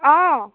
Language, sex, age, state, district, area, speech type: Assamese, female, 30-45, Assam, Dhemaji, rural, conversation